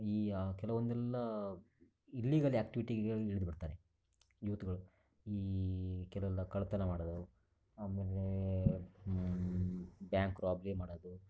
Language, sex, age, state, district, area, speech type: Kannada, male, 60+, Karnataka, Shimoga, rural, spontaneous